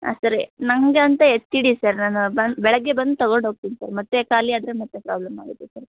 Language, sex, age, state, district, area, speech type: Kannada, female, 18-30, Karnataka, Koppal, rural, conversation